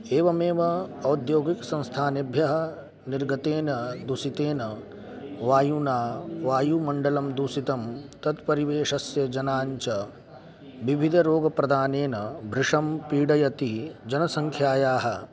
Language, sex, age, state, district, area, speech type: Sanskrit, male, 18-30, Uttar Pradesh, Lucknow, urban, spontaneous